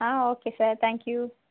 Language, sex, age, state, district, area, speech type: Tamil, female, 30-45, Tamil Nadu, Tirunelveli, urban, conversation